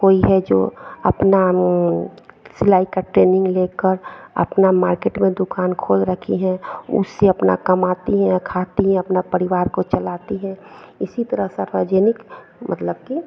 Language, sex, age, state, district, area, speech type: Hindi, female, 45-60, Bihar, Madhepura, rural, spontaneous